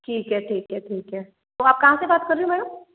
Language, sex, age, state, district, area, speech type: Hindi, female, 30-45, Rajasthan, Jaipur, urban, conversation